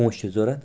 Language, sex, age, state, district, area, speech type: Kashmiri, male, 18-30, Jammu and Kashmir, Kupwara, rural, spontaneous